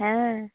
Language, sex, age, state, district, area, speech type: Bengali, female, 45-60, West Bengal, Uttar Dinajpur, urban, conversation